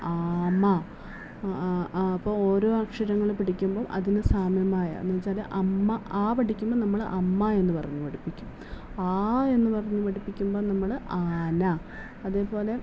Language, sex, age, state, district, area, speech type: Malayalam, female, 30-45, Kerala, Malappuram, rural, spontaneous